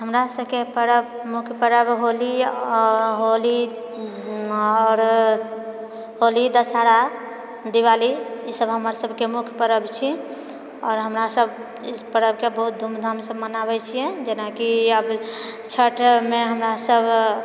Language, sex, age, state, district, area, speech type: Maithili, female, 60+, Bihar, Purnia, rural, spontaneous